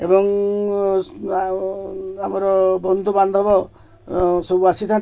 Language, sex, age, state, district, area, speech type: Odia, male, 60+, Odisha, Koraput, urban, spontaneous